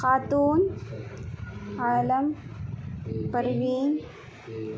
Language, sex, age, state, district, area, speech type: Urdu, female, 45-60, Bihar, Khagaria, rural, spontaneous